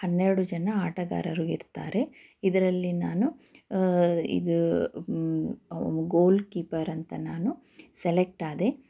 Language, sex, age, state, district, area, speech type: Kannada, female, 30-45, Karnataka, Chikkaballapur, rural, spontaneous